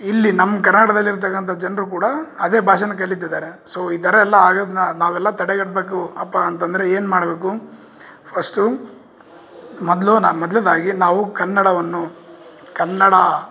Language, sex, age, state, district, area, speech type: Kannada, male, 18-30, Karnataka, Bellary, rural, spontaneous